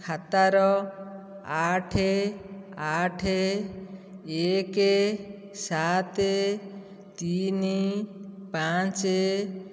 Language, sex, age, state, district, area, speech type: Odia, female, 60+, Odisha, Dhenkanal, rural, read